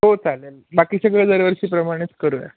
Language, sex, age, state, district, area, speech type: Marathi, male, 18-30, Maharashtra, Osmanabad, rural, conversation